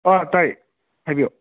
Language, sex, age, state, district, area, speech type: Manipuri, male, 30-45, Manipur, Imphal West, urban, conversation